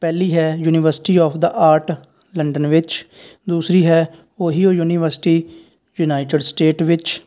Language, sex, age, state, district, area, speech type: Punjabi, male, 18-30, Punjab, Faridkot, rural, spontaneous